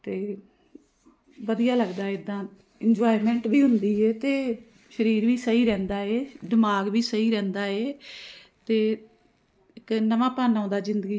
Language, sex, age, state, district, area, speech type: Punjabi, female, 45-60, Punjab, Jalandhar, urban, spontaneous